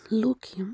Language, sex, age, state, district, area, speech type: Kashmiri, female, 30-45, Jammu and Kashmir, Pulwama, rural, spontaneous